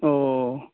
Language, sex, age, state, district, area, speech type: Bengali, male, 30-45, West Bengal, Uttar Dinajpur, rural, conversation